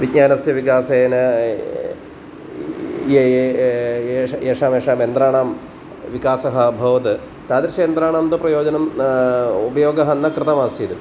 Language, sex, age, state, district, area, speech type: Sanskrit, male, 45-60, Kerala, Kottayam, rural, spontaneous